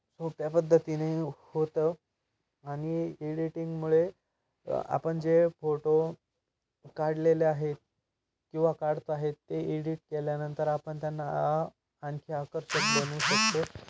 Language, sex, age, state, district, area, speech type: Marathi, male, 18-30, Maharashtra, Ahmednagar, rural, spontaneous